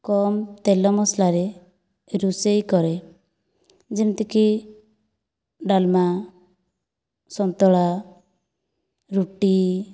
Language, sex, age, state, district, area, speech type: Odia, female, 30-45, Odisha, Kandhamal, rural, spontaneous